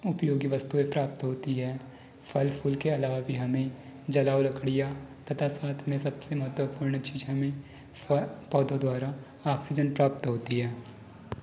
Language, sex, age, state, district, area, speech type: Hindi, male, 45-60, Madhya Pradesh, Balaghat, rural, spontaneous